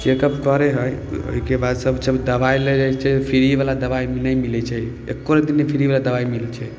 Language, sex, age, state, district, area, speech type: Maithili, male, 18-30, Bihar, Samastipur, rural, spontaneous